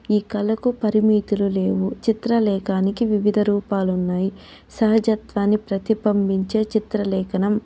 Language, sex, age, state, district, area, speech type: Telugu, female, 30-45, Andhra Pradesh, Chittoor, urban, spontaneous